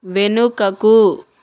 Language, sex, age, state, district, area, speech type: Telugu, female, 18-30, Telangana, Mancherial, rural, read